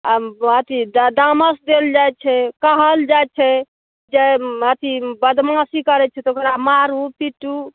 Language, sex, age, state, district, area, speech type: Maithili, female, 30-45, Bihar, Saharsa, rural, conversation